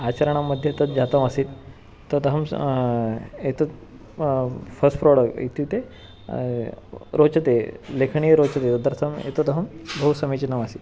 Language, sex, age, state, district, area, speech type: Sanskrit, male, 18-30, Maharashtra, Nagpur, urban, spontaneous